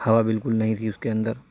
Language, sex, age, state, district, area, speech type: Urdu, male, 30-45, Uttar Pradesh, Saharanpur, urban, spontaneous